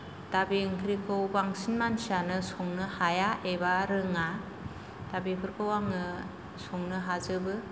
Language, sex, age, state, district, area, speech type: Bodo, female, 45-60, Assam, Kokrajhar, rural, spontaneous